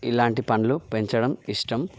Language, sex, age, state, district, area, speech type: Telugu, male, 30-45, Telangana, Karimnagar, rural, spontaneous